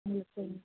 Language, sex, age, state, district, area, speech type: Tamil, female, 30-45, Tamil Nadu, Tirupattur, rural, conversation